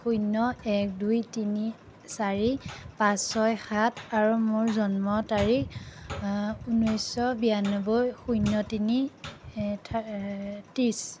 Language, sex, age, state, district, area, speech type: Assamese, female, 18-30, Assam, Majuli, urban, read